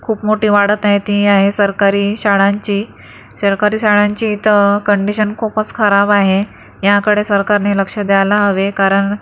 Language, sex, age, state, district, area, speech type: Marathi, female, 45-60, Maharashtra, Akola, urban, spontaneous